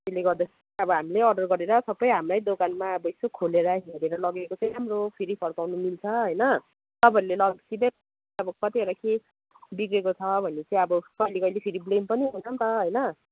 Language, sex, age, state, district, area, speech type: Nepali, female, 30-45, West Bengal, Kalimpong, rural, conversation